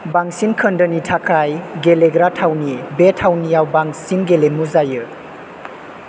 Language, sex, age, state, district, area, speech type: Bodo, male, 18-30, Assam, Chirang, urban, read